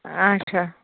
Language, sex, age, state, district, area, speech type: Kashmiri, female, 30-45, Jammu and Kashmir, Anantnag, rural, conversation